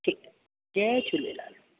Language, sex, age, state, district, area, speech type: Sindhi, female, 45-60, Delhi, South Delhi, urban, conversation